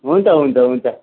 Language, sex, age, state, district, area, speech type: Nepali, male, 30-45, West Bengal, Kalimpong, rural, conversation